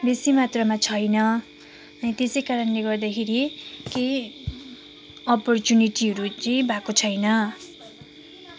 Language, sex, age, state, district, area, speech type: Nepali, female, 18-30, West Bengal, Kalimpong, rural, spontaneous